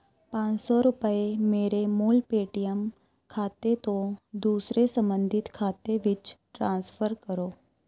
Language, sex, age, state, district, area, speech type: Punjabi, female, 30-45, Punjab, Shaheed Bhagat Singh Nagar, rural, read